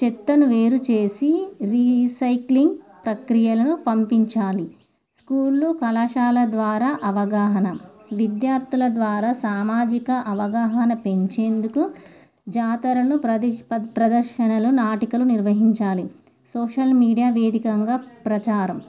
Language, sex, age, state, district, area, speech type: Telugu, female, 18-30, Telangana, Komaram Bheem, urban, spontaneous